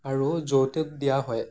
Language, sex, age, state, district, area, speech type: Assamese, male, 18-30, Assam, Morigaon, rural, spontaneous